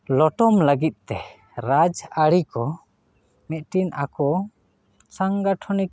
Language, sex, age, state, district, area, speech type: Santali, male, 30-45, West Bengal, Paschim Bardhaman, rural, spontaneous